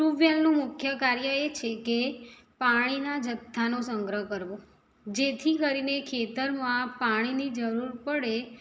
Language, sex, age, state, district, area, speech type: Gujarati, female, 45-60, Gujarat, Mehsana, rural, spontaneous